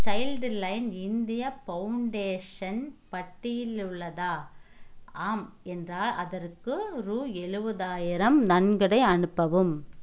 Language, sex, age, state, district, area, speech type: Tamil, female, 45-60, Tamil Nadu, Coimbatore, rural, read